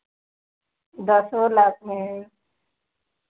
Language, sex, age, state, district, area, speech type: Hindi, female, 18-30, Uttar Pradesh, Chandauli, rural, conversation